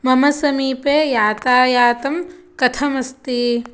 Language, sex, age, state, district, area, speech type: Sanskrit, female, 18-30, Karnataka, Shimoga, rural, read